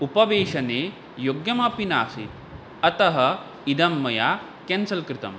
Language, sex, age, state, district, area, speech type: Sanskrit, male, 18-30, Assam, Barpeta, rural, spontaneous